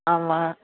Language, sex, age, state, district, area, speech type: Tamil, female, 18-30, Tamil Nadu, Nagapattinam, rural, conversation